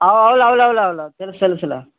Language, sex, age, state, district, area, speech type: Telugu, male, 18-30, Andhra Pradesh, Kadapa, rural, conversation